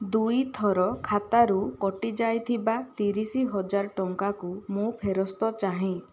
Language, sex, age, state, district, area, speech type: Odia, female, 18-30, Odisha, Kandhamal, rural, read